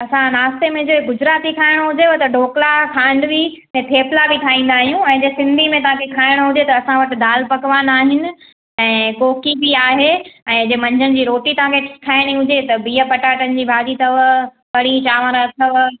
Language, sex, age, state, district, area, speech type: Sindhi, female, 18-30, Gujarat, Kutch, urban, conversation